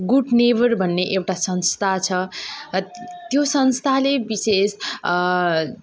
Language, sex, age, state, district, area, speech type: Nepali, female, 30-45, West Bengal, Darjeeling, rural, spontaneous